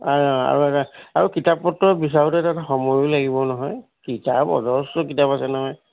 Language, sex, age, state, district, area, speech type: Assamese, male, 60+, Assam, Charaideo, urban, conversation